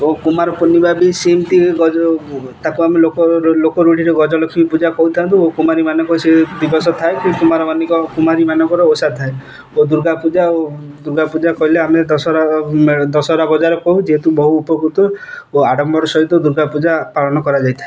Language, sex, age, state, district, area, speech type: Odia, male, 18-30, Odisha, Kendrapara, urban, spontaneous